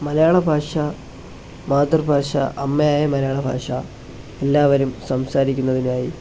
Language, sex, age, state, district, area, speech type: Malayalam, male, 18-30, Kerala, Kollam, rural, spontaneous